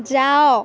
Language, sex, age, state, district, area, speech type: Odia, female, 18-30, Odisha, Koraput, urban, read